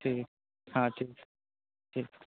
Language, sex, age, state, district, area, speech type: Maithili, male, 60+, Bihar, Saharsa, urban, conversation